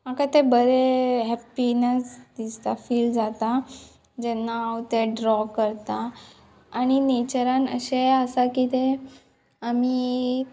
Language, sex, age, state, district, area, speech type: Goan Konkani, female, 18-30, Goa, Murmgao, urban, spontaneous